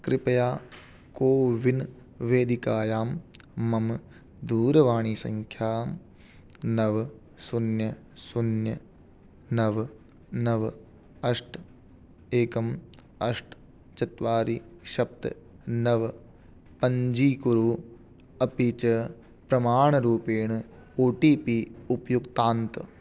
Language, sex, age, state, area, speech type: Sanskrit, male, 18-30, Rajasthan, urban, read